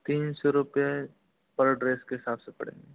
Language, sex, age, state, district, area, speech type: Hindi, male, 60+, Rajasthan, Karauli, rural, conversation